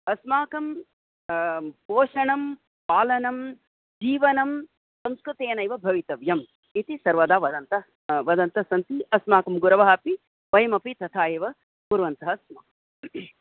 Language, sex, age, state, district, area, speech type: Sanskrit, female, 60+, Karnataka, Bangalore Urban, urban, conversation